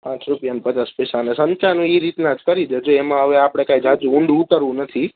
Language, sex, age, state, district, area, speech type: Gujarati, male, 18-30, Gujarat, Rajkot, urban, conversation